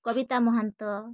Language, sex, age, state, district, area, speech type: Odia, female, 18-30, Odisha, Mayurbhanj, rural, spontaneous